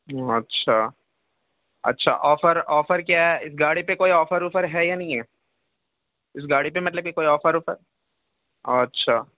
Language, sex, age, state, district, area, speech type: Urdu, male, 18-30, Delhi, North West Delhi, urban, conversation